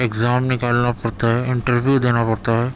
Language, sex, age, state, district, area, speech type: Urdu, male, 18-30, Delhi, Central Delhi, urban, spontaneous